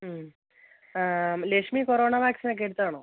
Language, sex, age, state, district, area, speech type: Malayalam, female, 30-45, Kerala, Idukki, rural, conversation